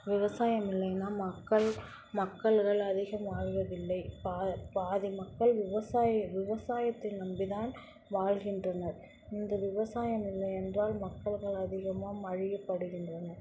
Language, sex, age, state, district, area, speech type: Tamil, female, 18-30, Tamil Nadu, Thanjavur, rural, spontaneous